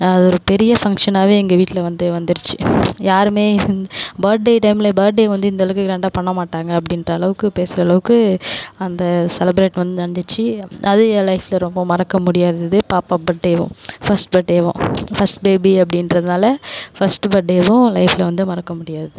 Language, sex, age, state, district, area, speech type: Tamil, female, 18-30, Tamil Nadu, Cuddalore, urban, spontaneous